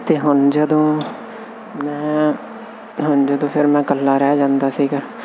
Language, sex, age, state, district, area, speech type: Punjabi, male, 18-30, Punjab, Firozpur, urban, spontaneous